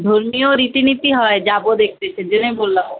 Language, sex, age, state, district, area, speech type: Bengali, female, 18-30, West Bengal, Alipurduar, rural, conversation